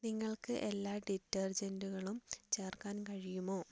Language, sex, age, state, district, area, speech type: Malayalam, female, 18-30, Kerala, Wayanad, rural, read